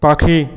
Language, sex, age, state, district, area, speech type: Bengali, male, 18-30, West Bengal, Purulia, urban, read